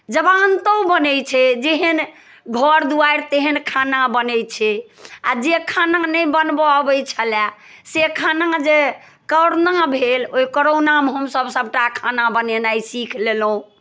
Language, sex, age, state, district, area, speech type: Maithili, female, 60+, Bihar, Darbhanga, rural, spontaneous